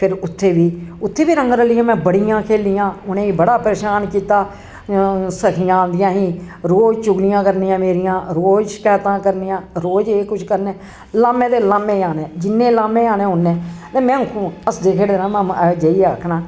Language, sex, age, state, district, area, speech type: Dogri, female, 60+, Jammu and Kashmir, Jammu, urban, spontaneous